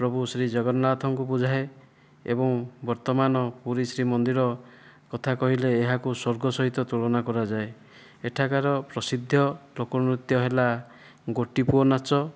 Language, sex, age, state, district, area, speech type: Odia, male, 45-60, Odisha, Kandhamal, rural, spontaneous